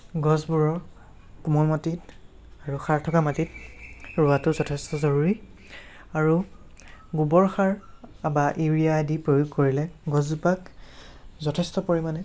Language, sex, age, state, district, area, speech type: Assamese, male, 18-30, Assam, Nagaon, rural, spontaneous